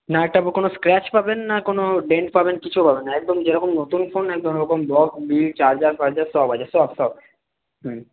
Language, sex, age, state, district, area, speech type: Bengali, male, 18-30, West Bengal, Paschim Bardhaman, rural, conversation